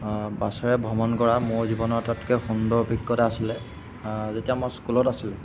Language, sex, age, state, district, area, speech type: Assamese, male, 18-30, Assam, Golaghat, urban, spontaneous